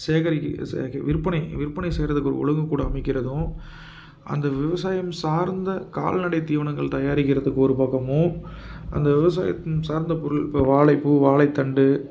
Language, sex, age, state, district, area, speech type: Tamil, male, 30-45, Tamil Nadu, Tiruppur, urban, spontaneous